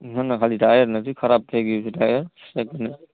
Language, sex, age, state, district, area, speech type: Gujarati, male, 30-45, Gujarat, Kutch, urban, conversation